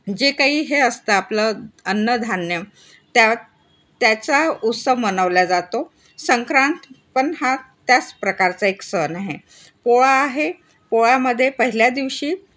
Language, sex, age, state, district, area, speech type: Marathi, female, 60+, Maharashtra, Nagpur, urban, spontaneous